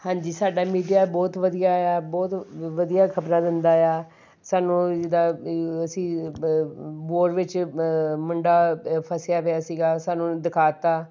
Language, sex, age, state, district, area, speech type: Punjabi, male, 60+, Punjab, Shaheed Bhagat Singh Nagar, urban, spontaneous